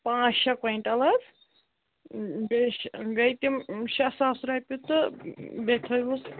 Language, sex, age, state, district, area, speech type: Kashmiri, female, 30-45, Jammu and Kashmir, Ganderbal, rural, conversation